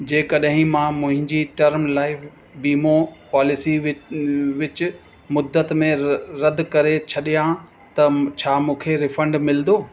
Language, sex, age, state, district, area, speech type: Sindhi, male, 60+, Uttar Pradesh, Lucknow, urban, read